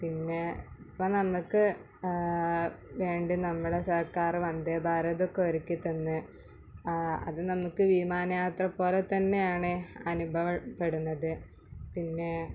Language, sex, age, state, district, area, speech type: Malayalam, female, 18-30, Kerala, Malappuram, rural, spontaneous